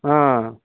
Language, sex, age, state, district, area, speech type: Telugu, male, 60+, Andhra Pradesh, Guntur, urban, conversation